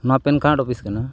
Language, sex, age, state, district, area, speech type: Santali, male, 45-60, Odisha, Mayurbhanj, rural, spontaneous